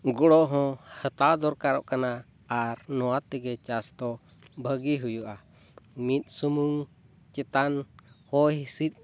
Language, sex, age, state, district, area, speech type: Santali, male, 30-45, Jharkhand, Seraikela Kharsawan, rural, spontaneous